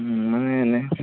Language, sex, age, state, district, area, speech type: Assamese, male, 30-45, Assam, Sonitpur, rural, conversation